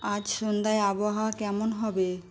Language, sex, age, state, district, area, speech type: Bengali, female, 45-60, West Bengal, North 24 Parganas, rural, read